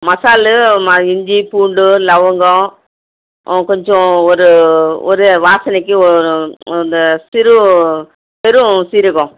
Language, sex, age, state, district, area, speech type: Tamil, female, 60+, Tamil Nadu, Krishnagiri, rural, conversation